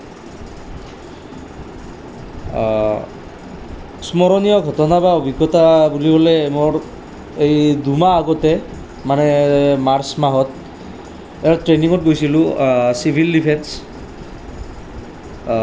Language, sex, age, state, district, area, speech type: Assamese, male, 18-30, Assam, Nalbari, rural, spontaneous